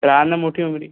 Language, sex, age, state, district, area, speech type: Marathi, male, 18-30, Maharashtra, Akola, rural, conversation